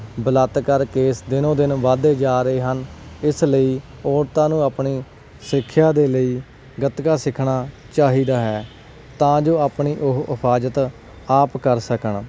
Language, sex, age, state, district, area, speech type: Punjabi, male, 30-45, Punjab, Kapurthala, urban, spontaneous